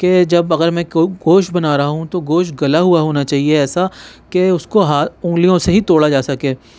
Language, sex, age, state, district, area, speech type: Urdu, male, 30-45, Delhi, Central Delhi, urban, spontaneous